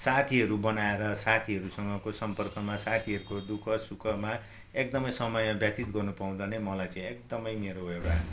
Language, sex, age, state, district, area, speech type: Nepali, male, 45-60, West Bengal, Darjeeling, rural, spontaneous